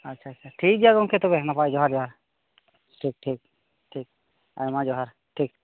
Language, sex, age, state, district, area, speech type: Santali, male, 30-45, Jharkhand, Seraikela Kharsawan, rural, conversation